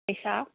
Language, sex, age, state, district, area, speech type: Manipuri, female, 30-45, Manipur, Imphal East, rural, conversation